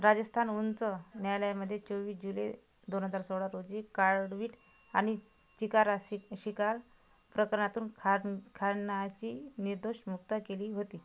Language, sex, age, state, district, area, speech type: Marathi, other, 30-45, Maharashtra, Washim, rural, read